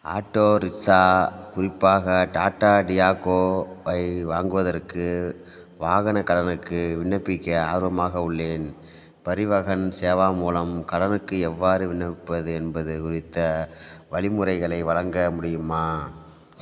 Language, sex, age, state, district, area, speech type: Tamil, male, 30-45, Tamil Nadu, Thanjavur, rural, read